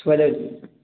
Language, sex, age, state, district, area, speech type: Odia, male, 18-30, Odisha, Subarnapur, urban, conversation